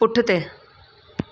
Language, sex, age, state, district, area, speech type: Sindhi, female, 30-45, Delhi, South Delhi, urban, read